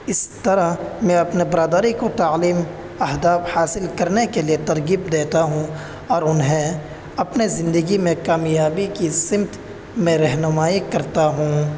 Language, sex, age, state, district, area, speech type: Urdu, male, 18-30, Delhi, North West Delhi, urban, spontaneous